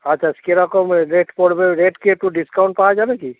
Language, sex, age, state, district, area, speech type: Bengali, male, 30-45, West Bengal, Darjeeling, urban, conversation